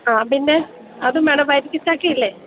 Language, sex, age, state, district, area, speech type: Malayalam, female, 30-45, Kerala, Idukki, rural, conversation